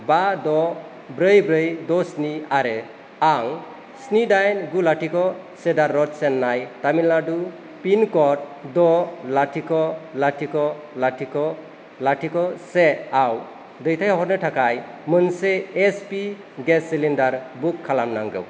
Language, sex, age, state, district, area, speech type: Bodo, male, 30-45, Assam, Kokrajhar, urban, read